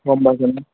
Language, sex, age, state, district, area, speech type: Assamese, male, 18-30, Assam, Dhemaji, rural, conversation